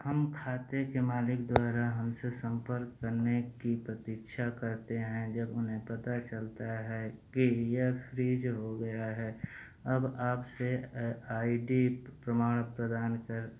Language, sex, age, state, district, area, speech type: Hindi, male, 30-45, Uttar Pradesh, Mau, rural, read